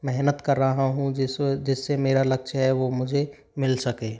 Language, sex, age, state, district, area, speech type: Hindi, male, 30-45, Rajasthan, Karauli, rural, spontaneous